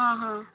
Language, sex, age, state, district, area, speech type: Goan Konkani, female, 18-30, Goa, Ponda, rural, conversation